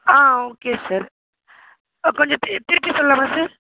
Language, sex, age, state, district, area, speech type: Tamil, female, 45-60, Tamil Nadu, Pudukkottai, rural, conversation